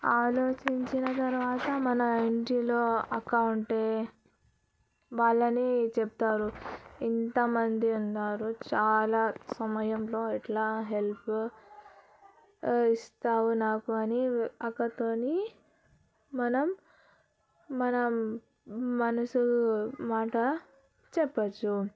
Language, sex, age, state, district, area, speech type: Telugu, female, 18-30, Telangana, Vikarabad, urban, spontaneous